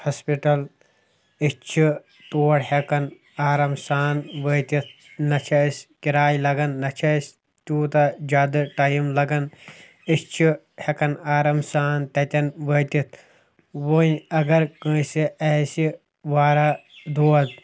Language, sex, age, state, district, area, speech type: Kashmiri, male, 18-30, Jammu and Kashmir, Kulgam, rural, spontaneous